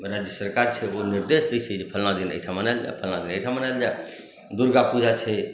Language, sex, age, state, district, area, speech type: Maithili, male, 45-60, Bihar, Madhubani, urban, spontaneous